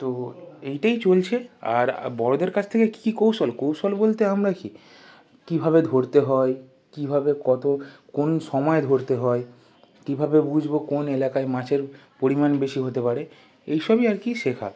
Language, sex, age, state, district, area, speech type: Bengali, male, 18-30, West Bengal, North 24 Parganas, urban, spontaneous